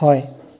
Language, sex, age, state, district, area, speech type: Assamese, male, 18-30, Assam, Dhemaji, rural, read